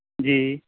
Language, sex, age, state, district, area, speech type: Punjabi, male, 30-45, Punjab, Barnala, rural, conversation